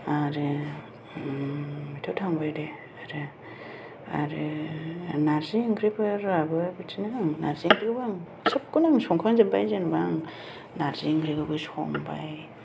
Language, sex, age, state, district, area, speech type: Bodo, female, 45-60, Assam, Kokrajhar, urban, spontaneous